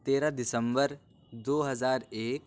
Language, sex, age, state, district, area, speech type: Urdu, male, 18-30, Uttar Pradesh, Lucknow, urban, spontaneous